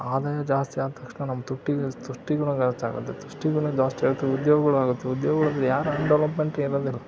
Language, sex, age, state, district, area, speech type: Kannada, male, 45-60, Karnataka, Chitradurga, rural, spontaneous